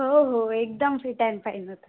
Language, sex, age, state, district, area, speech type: Marathi, female, 18-30, Maharashtra, Yavatmal, rural, conversation